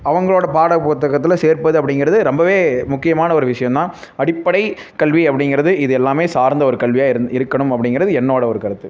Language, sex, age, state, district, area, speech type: Tamil, male, 18-30, Tamil Nadu, Namakkal, rural, spontaneous